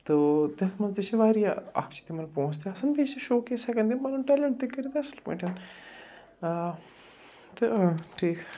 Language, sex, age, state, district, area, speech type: Kashmiri, male, 18-30, Jammu and Kashmir, Srinagar, urban, spontaneous